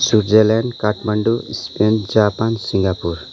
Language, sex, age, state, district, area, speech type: Nepali, male, 30-45, West Bengal, Kalimpong, rural, spontaneous